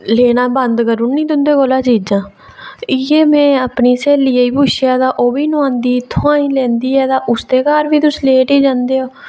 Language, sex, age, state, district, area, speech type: Dogri, female, 18-30, Jammu and Kashmir, Reasi, rural, spontaneous